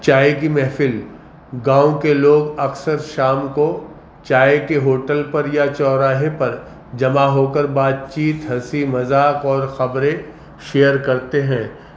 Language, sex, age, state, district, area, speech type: Urdu, male, 45-60, Uttar Pradesh, Gautam Buddha Nagar, urban, spontaneous